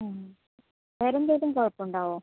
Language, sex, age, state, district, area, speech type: Malayalam, female, 18-30, Kerala, Palakkad, urban, conversation